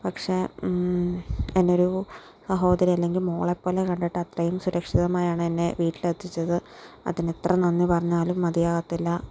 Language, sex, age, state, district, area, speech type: Malayalam, female, 18-30, Kerala, Alappuzha, rural, spontaneous